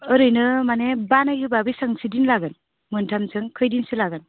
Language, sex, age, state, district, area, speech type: Bodo, female, 18-30, Assam, Udalguri, rural, conversation